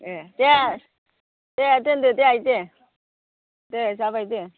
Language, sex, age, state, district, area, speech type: Bodo, female, 60+, Assam, Chirang, rural, conversation